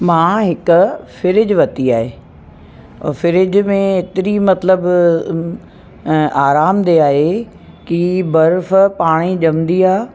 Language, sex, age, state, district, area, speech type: Sindhi, female, 45-60, Uttar Pradesh, Lucknow, urban, spontaneous